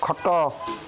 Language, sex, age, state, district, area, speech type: Odia, male, 30-45, Odisha, Jagatsinghpur, rural, read